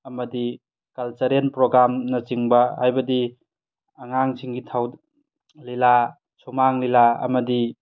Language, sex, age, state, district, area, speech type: Manipuri, male, 18-30, Manipur, Tengnoupal, rural, spontaneous